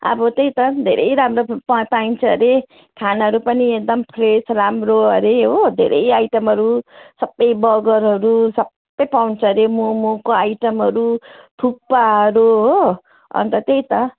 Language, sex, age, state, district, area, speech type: Nepali, female, 45-60, West Bengal, Jalpaiguri, rural, conversation